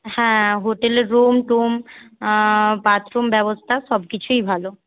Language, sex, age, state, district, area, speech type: Bengali, female, 18-30, West Bengal, Paschim Medinipur, rural, conversation